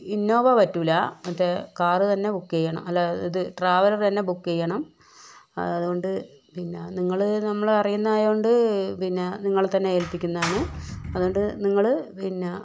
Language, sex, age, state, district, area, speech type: Malayalam, female, 60+, Kerala, Kozhikode, urban, spontaneous